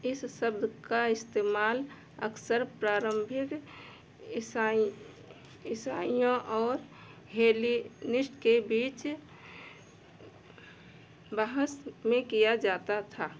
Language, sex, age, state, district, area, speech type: Hindi, female, 60+, Uttar Pradesh, Ayodhya, urban, read